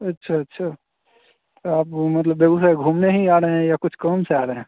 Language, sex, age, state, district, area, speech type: Hindi, male, 30-45, Bihar, Begusarai, rural, conversation